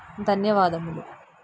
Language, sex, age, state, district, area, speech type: Telugu, female, 45-60, Andhra Pradesh, N T Rama Rao, urban, spontaneous